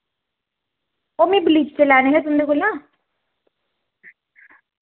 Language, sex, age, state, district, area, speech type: Dogri, female, 18-30, Jammu and Kashmir, Reasi, urban, conversation